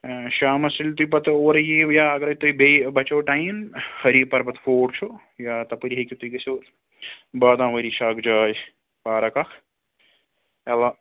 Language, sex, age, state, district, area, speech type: Kashmiri, male, 30-45, Jammu and Kashmir, Srinagar, urban, conversation